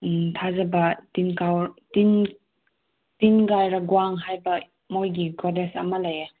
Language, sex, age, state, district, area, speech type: Manipuri, female, 18-30, Manipur, Senapati, urban, conversation